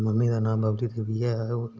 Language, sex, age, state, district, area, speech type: Dogri, male, 18-30, Jammu and Kashmir, Udhampur, rural, spontaneous